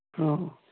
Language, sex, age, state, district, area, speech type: Manipuri, female, 60+, Manipur, Imphal East, rural, conversation